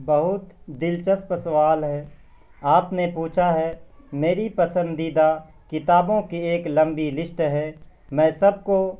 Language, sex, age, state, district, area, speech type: Urdu, male, 18-30, Bihar, Purnia, rural, spontaneous